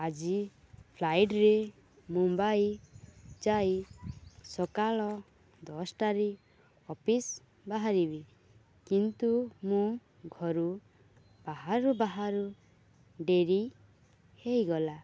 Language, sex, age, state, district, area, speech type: Odia, female, 18-30, Odisha, Balangir, urban, spontaneous